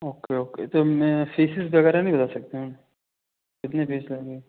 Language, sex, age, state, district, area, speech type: Hindi, male, 18-30, Madhya Pradesh, Katni, urban, conversation